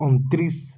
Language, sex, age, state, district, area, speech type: Odia, male, 18-30, Odisha, Puri, urban, spontaneous